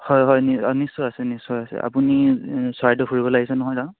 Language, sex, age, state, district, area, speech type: Assamese, male, 18-30, Assam, Charaideo, rural, conversation